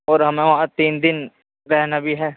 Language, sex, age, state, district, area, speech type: Urdu, male, 18-30, Uttar Pradesh, Saharanpur, urban, conversation